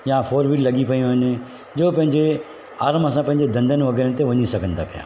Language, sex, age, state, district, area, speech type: Sindhi, male, 45-60, Gujarat, Surat, urban, spontaneous